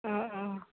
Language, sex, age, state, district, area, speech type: Assamese, female, 30-45, Assam, Udalguri, rural, conversation